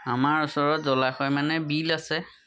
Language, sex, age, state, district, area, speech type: Assamese, male, 30-45, Assam, Majuli, urban, spontaneous